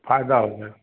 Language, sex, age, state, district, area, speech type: Hindi, male, 60+, Uttar Pradesh, Chandauli, rural, conversation